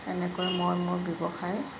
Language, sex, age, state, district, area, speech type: Assamese, female, 45-60, Assam, Jorhat, urban, spontaneous